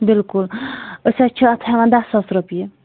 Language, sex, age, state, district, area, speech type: Kashmiri, female, 30-45, Jammu and Kashmir, Bandipora, rural, conversation